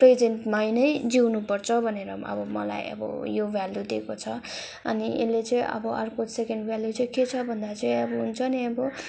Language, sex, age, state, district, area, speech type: Nepali, female, 18-30, West Bengal, Darjeeling, rural, spontaneous